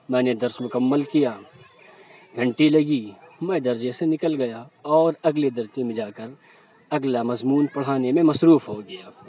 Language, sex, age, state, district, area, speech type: Urdu, male, 45-60, Uttar Pradesh, Lucknow, urban, spontaneous